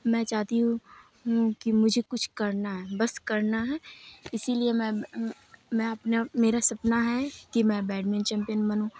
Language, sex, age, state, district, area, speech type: Urdu, female, 30-45, Bihar, Supaul, rural, spontaneous